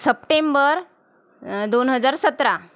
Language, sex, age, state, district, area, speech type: Marathi, female, 30-45, Maharashtra, Wardha, rural, spontaneous